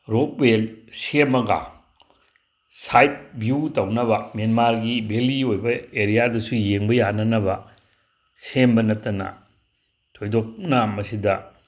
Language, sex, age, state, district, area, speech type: Manipuri, male, 60+, Manipur, Tengnoupal, rural, spontaneous